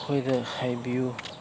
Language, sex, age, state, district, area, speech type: Manipuri, male, 30-45, Manipur, Ukhrul, urban, spontaneous